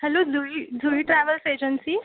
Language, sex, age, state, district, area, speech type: Marathi, female, 18-30, Maharashtra, Mumbai Suburban, urban, conversation